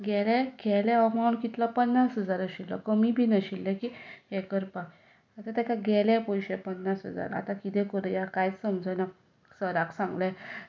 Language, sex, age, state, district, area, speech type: Goan Konkani, female, 30-45, Goa, Tiswadi, rural, spontaneous